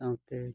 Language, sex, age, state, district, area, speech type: Santali, male, 45-60, Odisha, Mayurbhanj, rural, spontaneous